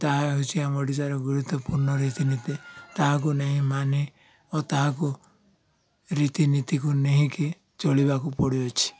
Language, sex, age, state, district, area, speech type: Odia, male, 45-60, Odisha, Koraput, urban, spontaneous